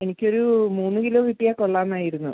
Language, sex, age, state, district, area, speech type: Malayalam, female, 45-60, Kerala, Kottayam, rural, conversation